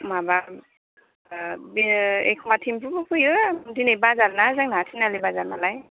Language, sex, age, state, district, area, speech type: Bodo, female, 30-45, Assam, Kokrajhar, urban, conversation